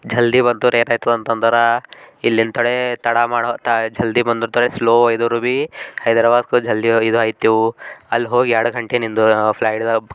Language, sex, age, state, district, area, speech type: Kannada, male, 18-30, Karnataka, Bidar, urban, spontaneous